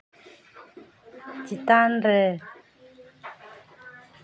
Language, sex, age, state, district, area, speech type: Santali, female, 30-45, West Bengal, Purba Bardhaman, rural, read